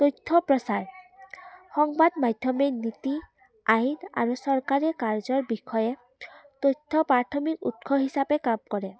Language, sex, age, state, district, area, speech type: Assamese, female, 18-30, Assam, Udalguri, rural, spontaneous